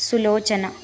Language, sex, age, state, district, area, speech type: Kannada, female, 30-45, Karnataka, Shimoga, rural, spontaneous